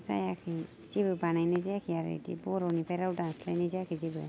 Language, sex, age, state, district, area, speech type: Bodo, female, 18-30, Assam, Baksa, rural, spontaneous